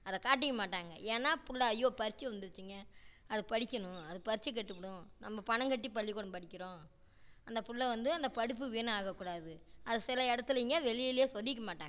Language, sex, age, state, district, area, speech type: Tamil, female, 60+, Tamil Nadu, Namakkal, rural, spontaneous